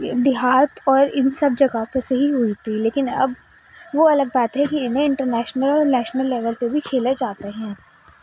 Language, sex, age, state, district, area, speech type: Urdu, female, 18-30, Delhi, East Delhi, rural, spontaneous